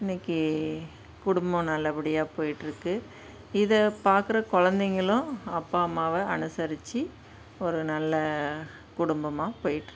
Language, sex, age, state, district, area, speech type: Tamil, female, 60+, Tamil Nadu, Dharmapuri, urban, spontaneous